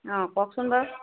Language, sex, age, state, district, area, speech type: Assamese, female, 30-45, Assam, Sivasagar, rural, conversation